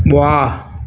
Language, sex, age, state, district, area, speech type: Hindi, male, 60+, Uttar Pradesh, Azamgarh, rural, read